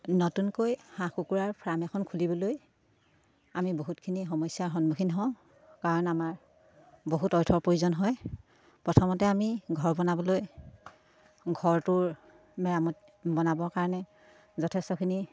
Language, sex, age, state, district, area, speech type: Assamese, female, 30-45, Assam, Sivasagar, rural, spontaneous